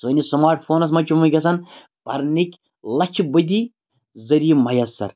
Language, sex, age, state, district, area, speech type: Kashmiri, male, 30-45, Jammu and Kashmir, Bandipora, rural, spontaneous